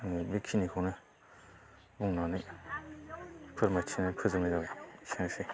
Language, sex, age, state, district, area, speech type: Bodo, male, 45-60, Assam, Baksa, rural, spontaneous